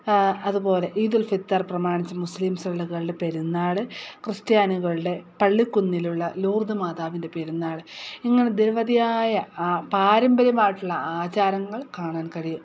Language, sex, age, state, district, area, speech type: Malayalam, female, 30-45, Kerala, Wayanad, rural, spontaneous